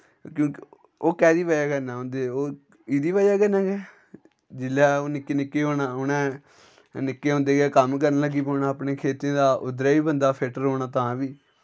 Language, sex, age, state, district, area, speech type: Dogri, male, 18-30, Jammu and Kashmir, Samba, rural, spontaneous